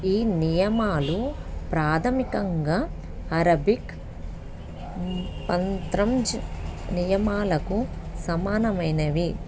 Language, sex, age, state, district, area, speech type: Telugu, female, 30-45, Telangana, Peddapalli, rural, read